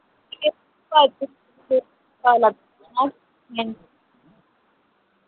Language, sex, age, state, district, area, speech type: Dogri, female, 30-45, Jammu and Kashmir, Udhampur, urban, conversation